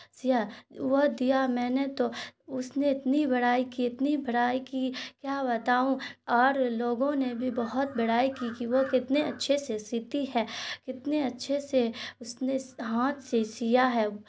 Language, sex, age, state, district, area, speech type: Urdu, female, 18-30, Bihar, Khagaria, rural, spontaneous